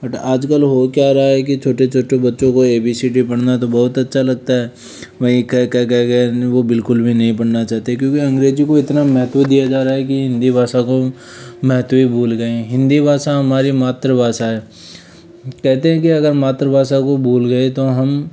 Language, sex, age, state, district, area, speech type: Hindi, male, 30-45, Rajasthan, Jaipur, urban, spontaneous